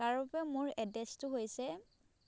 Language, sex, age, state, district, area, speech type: Assamese, female, 18-30, Assam, Dhemaji, rural, spontaneous